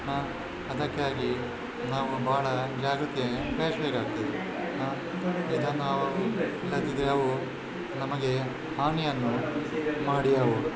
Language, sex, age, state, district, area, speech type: Kannada, male, 60+, Karnataka, Udupi, rural, spontaneous